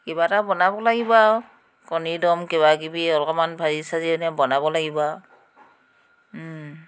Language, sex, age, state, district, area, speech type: Assamese, female, 45-60, Assam, Tinsukia, urban, spontaneous